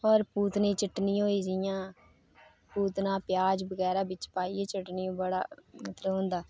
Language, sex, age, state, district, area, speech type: Dogri, female, 18-30, Jammu and Kashmir, Reasi, rural, spontaneous